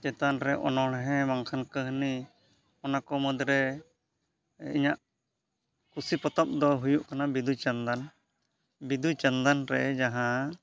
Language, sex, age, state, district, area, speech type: Santali, male, 45-60, Odisha, Mayurbhanj, rural, spontaneous